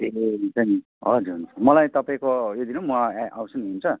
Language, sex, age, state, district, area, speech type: Nepali, male, 30-45, West Bengal, Alipurduar, urban, conversation